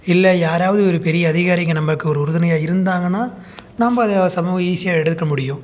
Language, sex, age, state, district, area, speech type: Tamil, male, 30-45, Tamil Nadu, Salem, rural, spontaneous